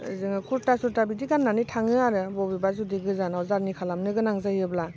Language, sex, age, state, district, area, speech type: Bodo, female, 30-45, Assam, Baksa, rural, spontaneous